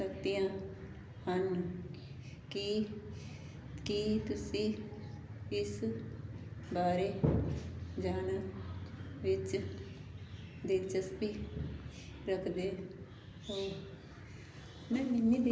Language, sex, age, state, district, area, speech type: Punjabi, female, 60+, Punjab, Fazilka, rural, read